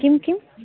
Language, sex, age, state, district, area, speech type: Sanskrit, female, 18-30, Karnataka, Dharwad, urban, conversation